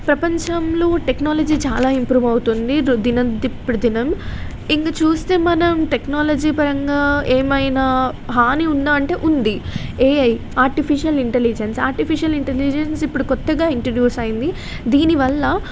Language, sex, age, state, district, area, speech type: Telugu, female, 18-30, Telangana, Jagtial, rural, spontaneous